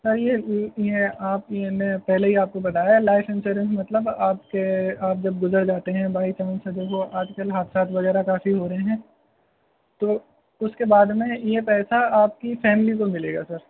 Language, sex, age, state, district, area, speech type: Urdu, male, 18-30, Delhi, North West Delhi, urban, conversation